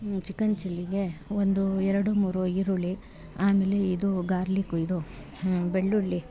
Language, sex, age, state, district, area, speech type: Kannada, female, 30-45, Karnataka, Bangalore Rural, rural, spontaneous